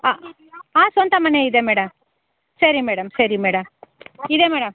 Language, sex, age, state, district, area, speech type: Kannada, female, 30-45, Karnataka, Bangalore Rural, rural, conversation